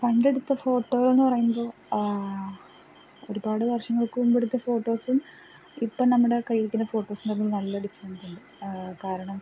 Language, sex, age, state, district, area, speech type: Malayalam, female, 18-30, Kerala, Kollam, rural, spontaneous